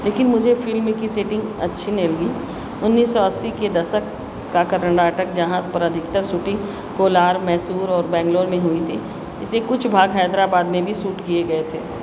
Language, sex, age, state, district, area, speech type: Hindi, female, 60+, Uttar Pradesh, Azamgarh, rural, read